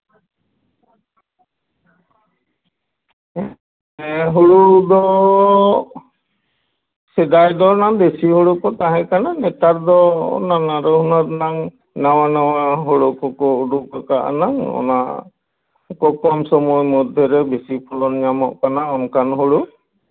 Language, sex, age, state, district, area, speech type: Santali, male, 60+, West Bengal, Paschim Bardhaman, urban, conversation